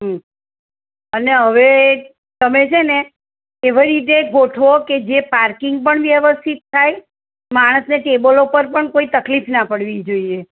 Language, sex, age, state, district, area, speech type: Gujarati, female, 45-60, Gujarat, Kheda, rural, conversation